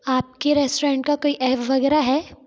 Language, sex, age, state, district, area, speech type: Hindi, female, 18-30, Madhya Pradesh, Gwalior, urban, spontaneous